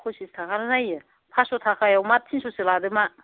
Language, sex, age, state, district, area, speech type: Bodo, female, 45-60, Assam, Chirang, rural, conversation